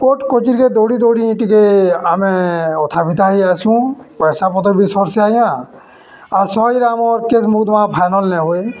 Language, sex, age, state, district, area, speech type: Odia, male, 45-60, Odisha, Bargarh, urban, spontaneous